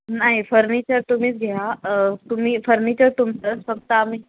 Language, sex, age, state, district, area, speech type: Marathi, female, 18-30, Maharashtra, Ratnagiri, rural, conversation